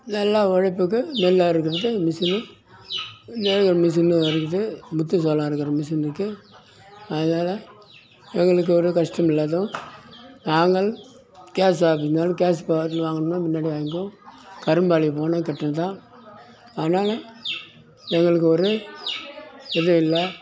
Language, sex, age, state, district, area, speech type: Tamil, male, 60+, Tamil Nadu, Kallakurichi, urban, spontaneous